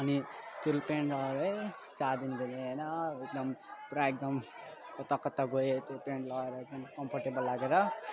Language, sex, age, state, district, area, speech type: Nepali, male, 18-30, West Bengal, Alipurduar, urban, spontaneous